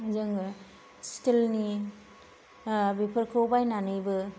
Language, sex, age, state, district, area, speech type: Bodo, female, 30-45, Assam, Kokrajhar, rural, spontaneous